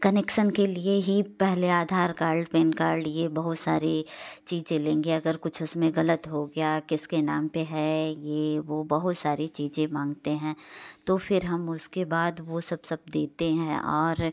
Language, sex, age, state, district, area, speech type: Hindi, female, 30-45, Uttar Pradesh, Prayagraj, urban, spontaneous